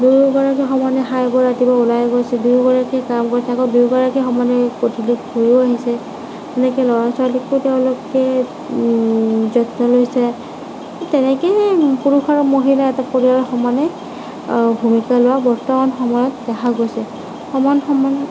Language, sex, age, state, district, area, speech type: Assamese, female, 30-45, Assam, Nagaon, rural, spontaneous